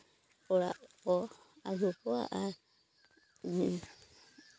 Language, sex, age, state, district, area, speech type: Santali, female, 30-45, Jharkhand, Seraikela Kharsawan, rural, spontaneous